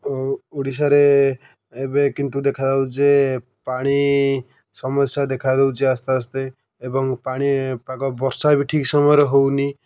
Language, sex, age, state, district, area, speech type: Odia, male, 30-45, Odisha, Kendujhar, urban, spontaneous